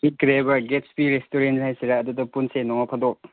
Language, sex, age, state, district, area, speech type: Manipuri, male, 30-45, Manipur, Chandel, rural, conversation